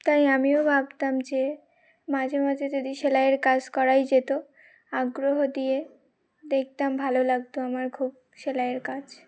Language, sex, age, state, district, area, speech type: Bengali, female, 18-30, West Bengal, Uttar Dinajpur, urban, spontaneous